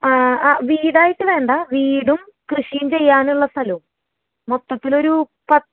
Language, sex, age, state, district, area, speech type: Malayalam, female, 30-45, Kerala, Thrissur, urban, conversation